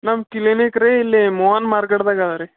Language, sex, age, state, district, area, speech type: Kannada, male, 30-45, Karnataka, Bidar, urban, conversation